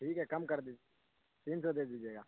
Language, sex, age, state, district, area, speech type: Urdu, male, 18-30, Bihar, Saharsa, urban, conversation